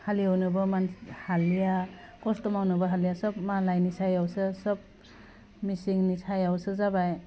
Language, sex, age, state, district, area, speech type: Bodo, female, 18-30, Assam, Udalguri, urban, spontaneous